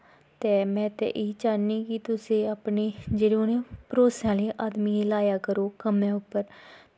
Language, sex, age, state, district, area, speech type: Dogri, female, 18-30, Jammu and Kashmir, Kathua, rural, spontaneous